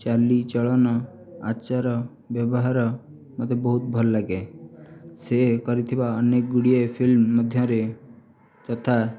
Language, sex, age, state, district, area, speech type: Odia, male, 18-30, Odisha, Jajpur, rural, spontaneous